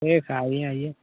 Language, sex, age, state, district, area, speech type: Hindi, male, 18-30, Bihar, Muzaffarpur, rural, conversation